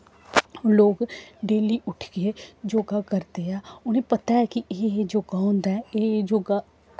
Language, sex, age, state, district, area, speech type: Dogri, female, 18-30, Jammu and Kashmir, Samba, rural, spontaneous